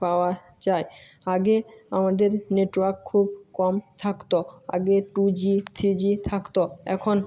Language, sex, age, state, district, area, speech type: Bengali, male, 18-30, West Bengal, Jhargram, rural, spontaneous